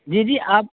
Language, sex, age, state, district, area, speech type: Urdu, male, 18-30, Uttar Pradesh, Saharanpur, urban, conversation